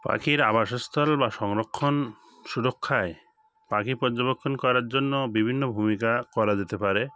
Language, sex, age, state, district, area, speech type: Bengali, male, 45-60, West Bengal, Hooghly, urban, spontaneous